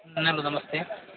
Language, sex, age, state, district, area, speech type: Hindi, male, 45-60, Rajasthan, Jodhpur, urban, conversation